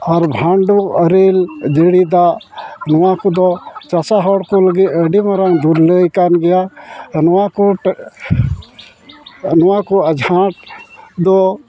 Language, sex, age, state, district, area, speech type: Santali, male, 60+, West Bengal, Malda, rural, spontaneous